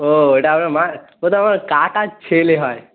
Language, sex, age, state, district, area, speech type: Bengali, male, 18-30, West Bengal, North 24 Parganas, urban, conversation